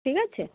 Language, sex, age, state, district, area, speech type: Bengali, female, 30-45, West Bengal, North 24 Parganas, rural, conversation